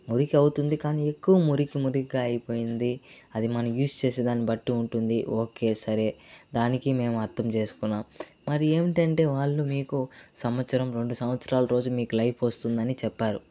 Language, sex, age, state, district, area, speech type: Telugu, male, 18-30, Andhra Pradesh, Chittoor, rural, spontaneous